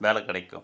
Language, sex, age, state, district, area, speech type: Tamil, male, 60+, Tamil Nadu, Tiruchirappalli, rural, spontaneous